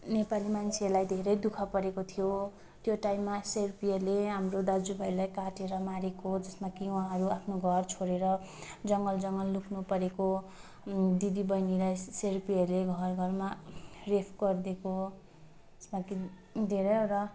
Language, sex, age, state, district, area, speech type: Nepali, female, 18-30, West Bengal, Darjeeling, rural, spontaneous